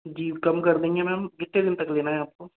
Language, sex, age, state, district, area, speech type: Hindi, male, 18-30, Madhya Pradesh, Bhopal, rural, conversation